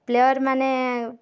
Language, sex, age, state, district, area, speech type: Odia, female, 18-30, Odisha, Bargarh, urban, spontaneous